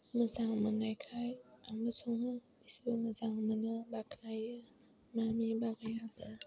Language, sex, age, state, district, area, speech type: Bodo, female, 18-30, Assam, Kokrajhar, rural, spontaneous